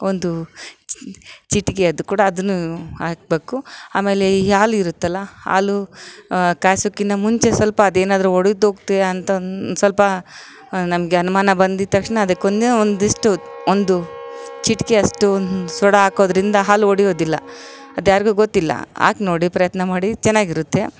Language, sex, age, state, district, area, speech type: Kannada, female, 45-60, Karnataka, Vijayanagara, rural, spontaneous